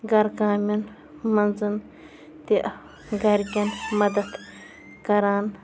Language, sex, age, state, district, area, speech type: Kashmiri, female, 30-45, Jammu and Kashmir, Bandipora, rural, spontaneous